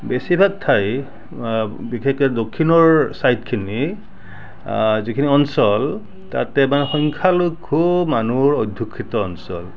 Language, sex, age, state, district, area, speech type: Assamese, male, 60+, Assam, Barpeta, rural, spontaneous